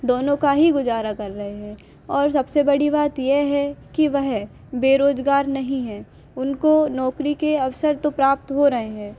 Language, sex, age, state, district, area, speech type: Hindi, female, 18-30, Madhya Pradesh, Hoshangabad, rural, spontaneous